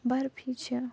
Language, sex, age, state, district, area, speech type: Kashmiri, female, 45-60, Jammu and Kashmir, Ganderbal, urban, spontaneous